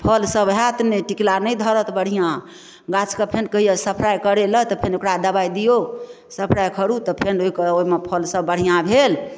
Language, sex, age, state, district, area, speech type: Maithili, female, 45-60, Bihar, Darbhanga, rural, spontaneous